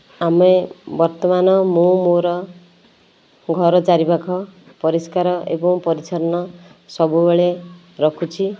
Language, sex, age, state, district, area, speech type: Odia, female, 30-45, Odisha, Nayagarh, rural, spontaneous